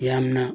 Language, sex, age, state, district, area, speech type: Manipuri, male, 45-60, Manipur, Bishnupur, rural, spontaneous